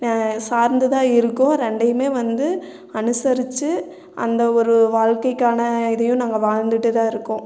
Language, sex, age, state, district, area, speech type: Tamil, female, 30-45, Tamil Nadu, Erode, rural, spontaneous